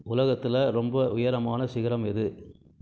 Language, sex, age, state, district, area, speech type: Tamil, male, 30-45, Tamil Nadu, Krishnagiri, rural, read